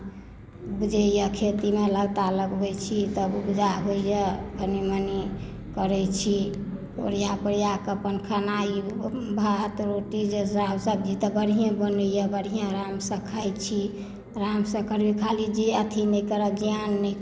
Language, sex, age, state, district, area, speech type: Maithili, female, 45-60, Bihar, Madhubani, rural, spontaneous